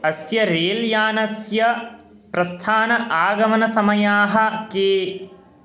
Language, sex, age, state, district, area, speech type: Sanskrit, male, 18-30, West Bengal, Purba Medinipur, rural, read